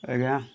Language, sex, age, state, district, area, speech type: Odia, male, 45-60, Odisha, Kendujhar, urban, spontaneous